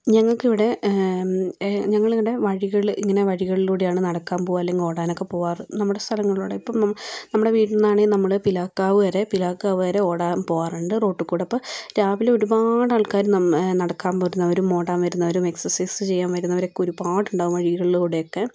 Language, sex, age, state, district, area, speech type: Malayalam, female, 18-30, Kerala, Wayanad, rural, spontaneous